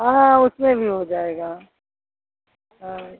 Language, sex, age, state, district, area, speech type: Hindi, female, 60+, Uttar Pradesh, Azamgarh, rural, conversation